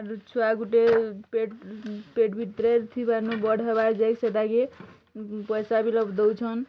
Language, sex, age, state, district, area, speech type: Odia, female, 18-30, Odisha, Bargarh, rural, spontaneous